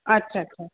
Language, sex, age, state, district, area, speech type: Sindhi, female, 45-60, Uttar Pradesh, Lucknow, urban, conversation